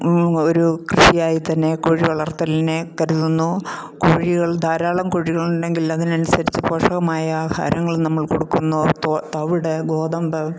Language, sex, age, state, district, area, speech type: Malayalam, female, 60+, Kerala, Pathanamthitta, rural, spontaneous